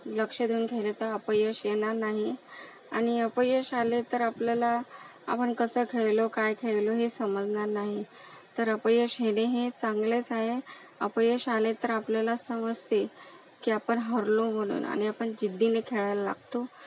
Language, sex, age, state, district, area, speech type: Marathi, female, 30-45, Maharashtra, Akola, rural, spontaneous